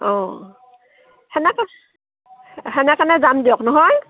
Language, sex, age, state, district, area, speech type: Assamese, female, 45-60, Assam, Udalguri, rural, conversation